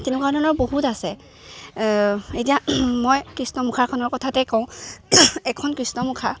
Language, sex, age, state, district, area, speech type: Assamese, female, 18-30, Assam, Lakhimpur, urban, spontaneous